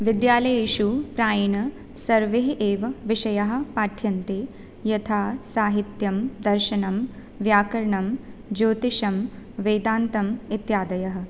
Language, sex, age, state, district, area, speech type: Sanskrit, female, 18-30, Rajasthan, Jaipur, urban, spontaneous